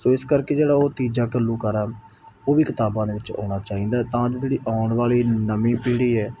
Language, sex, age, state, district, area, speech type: Punjabi, male, 18-30, Punjab, Mansa, rural, spontaneous